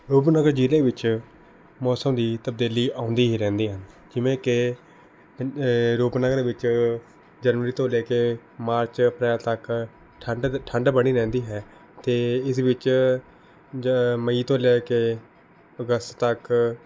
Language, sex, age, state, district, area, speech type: Punjabi, male, 18-30, Punjab, Rupnagar, urban, spontaneous